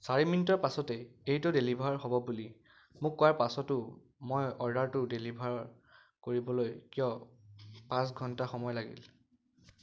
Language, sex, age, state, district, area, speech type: Assamese, male, 18-30, Assam, Biswanath, rural, read